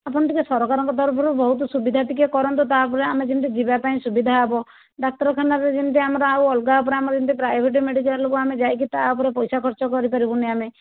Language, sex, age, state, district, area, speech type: Odia, female, 60+, Odisha, Jajpur, rural, conversation